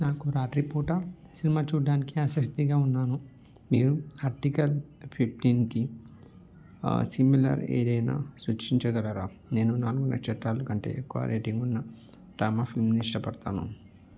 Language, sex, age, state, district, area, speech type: Telugu, male, 30-45, Telangana, Peddapalli, rural, read